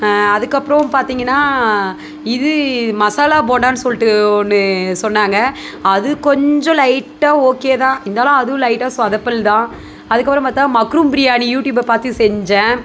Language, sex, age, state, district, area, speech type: Tamil, female, 30-45, Tamil Nadu, Dharmapuri, rural, spontaneous